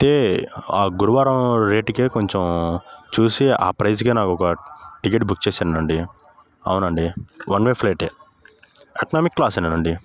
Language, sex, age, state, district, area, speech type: Telugu, male, 18-30, Andhra Pradesh, Bapatla, urban, spontaneous